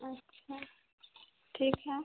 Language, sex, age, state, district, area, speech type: Hindi, female, 30-45, Bihar, Begusarai, urban, conversation